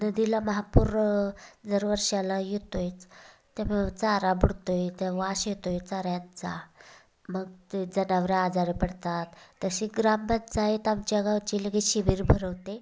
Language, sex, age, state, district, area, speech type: Marathi, female, 30-45, Maharashtra, Sangli, rural, spontaneous